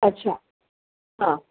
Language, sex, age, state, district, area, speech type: Marathi, female, 30-45, Maharashtra, Sindhudurg, rural, conversation